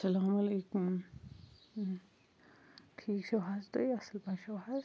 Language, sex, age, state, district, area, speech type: Kashmiri, female, 30-45, Jammu and Kashmir, Kulgam, rural, spontaneous